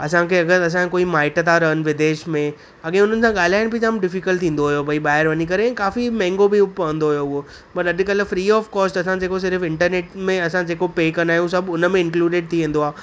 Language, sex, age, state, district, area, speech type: Sindhi, female, 45-60, Maharashtra, Thane, urban, spontaneous